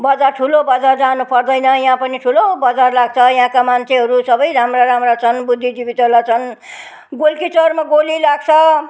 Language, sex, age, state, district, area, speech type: Nepali, female, 60+, West Bengal, Jalpaiguri, rural, spontaneous